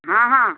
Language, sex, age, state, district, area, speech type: Odia, female, 60+, Odisha, Nayagarh, rural, conversation